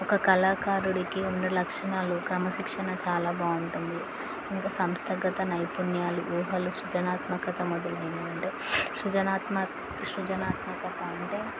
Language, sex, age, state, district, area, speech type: Telugu, female, 18-30, Telangana, Yadadri Bhuvanagiri, urban, spontaneous